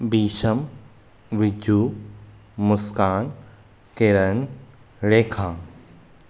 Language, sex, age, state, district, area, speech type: Sindhi, male, 18-30, Maharashtra, Thane, urban, spontaneous